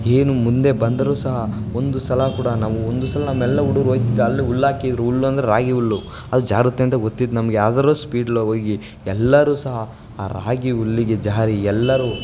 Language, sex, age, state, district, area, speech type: Kannada, male, 18-30, Karnataka, Chamarajanagar, rural, spontaneous